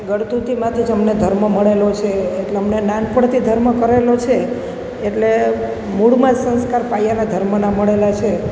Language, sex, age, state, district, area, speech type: Gujarati, female, 45-60, Gujarat, Junagadh, rural, spontaneous